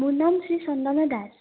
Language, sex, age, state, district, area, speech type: Assamese, female, 18-30, Assam, Udalguri, rural, conversation